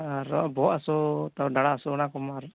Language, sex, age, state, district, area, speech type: Santali, male, 18-30, West Bengal, Bankura, rural, conversation